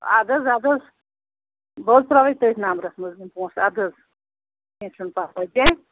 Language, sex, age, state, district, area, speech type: Kashmiri, female, 60+, Jammu and Kashmir, Srinagar, urban, conversation